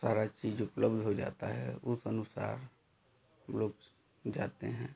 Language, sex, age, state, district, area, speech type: Hindi, male, 45-60, Uttar Pradesh, Chandauli, rural, spontaneous